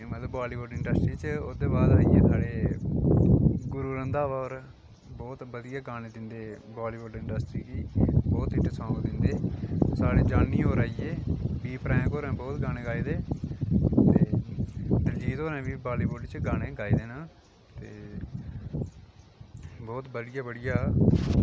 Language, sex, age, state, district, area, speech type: Dogri, male, 18-30, Jammu and Kashmir, Udhampur, rural, spontaneous